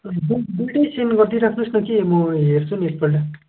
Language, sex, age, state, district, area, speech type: Nepali, male, 45-60, West Bengal, Darjeeling, rural, conversation